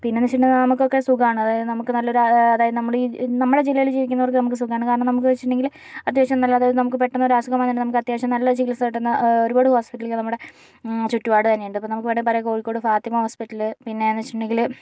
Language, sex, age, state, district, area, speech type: Malayalam, female, 45-60, Kerala, Kozhikode, urban, spontaneous